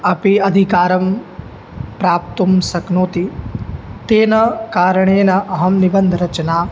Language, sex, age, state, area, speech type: Sanskrit, male, 18-30, Uttar Pradesh, rural, spontaneous